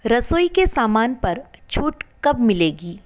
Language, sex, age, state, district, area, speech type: Hindi, female, 30-45, Madhya Pradesh, Ujjain, urban, read